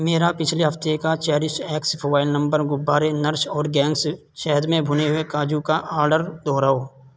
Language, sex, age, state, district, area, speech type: Urdu, male, 18-30, Uttar Pradesh, Saharanpur, urban, read